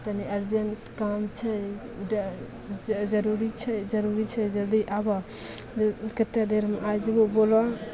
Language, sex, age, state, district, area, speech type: Maithili, female, 18-30, Bihar, Begusarai, rural, spontaneous